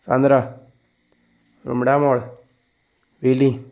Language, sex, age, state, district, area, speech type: Goan Konkani, male, 30-45, Goa, Salcete, urban, spontaneous